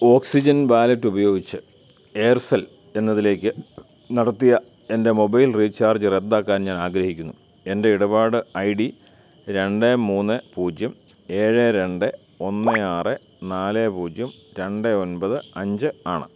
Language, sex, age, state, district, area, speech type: Malayalam, male, 45-60, Kerala, Kottayam, urban, read